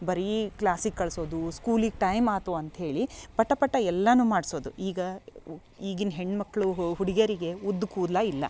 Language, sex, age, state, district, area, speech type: Kannada, female, 30-45, Karnataka, Dharwad, rural, spontaneous